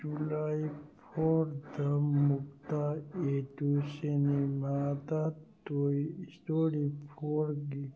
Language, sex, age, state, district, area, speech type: Manipuri, male, 60+, Manipur, Churachandpur, urban, read